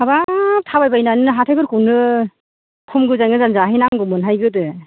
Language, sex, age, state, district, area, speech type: Bodo, female, 60+, Assam, Kokrajhar, rural, conversation